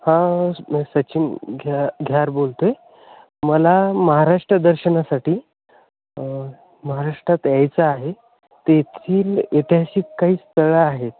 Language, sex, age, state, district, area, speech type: Marathi, male, 30-45, Maharashtra, Hingoli, rural, conversation